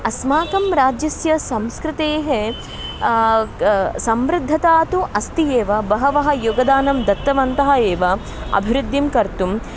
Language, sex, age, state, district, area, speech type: Sanskrit, female, 18-30, Karnataka, Dharwad, urban, spontaneous